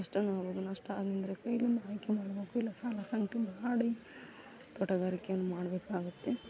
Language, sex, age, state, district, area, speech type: Kannada, female, 18-30, Karnataka, Koppal, rural, spontaneous